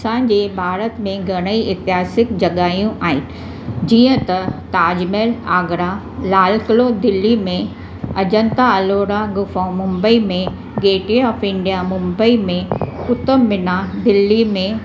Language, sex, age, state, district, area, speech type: Sindhi, female, 60+, Maharashtra, Mumbai Suburban, urban, spontaneous